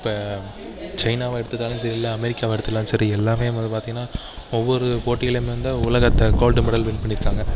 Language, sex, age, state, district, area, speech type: Tamil, male, 30-45, Tamil Nadu, Mayiladuthurai, urban, spontaneous